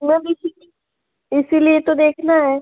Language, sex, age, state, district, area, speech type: Hindi, female, 18-30, Madhya Pradesh, Betul, rural, conversation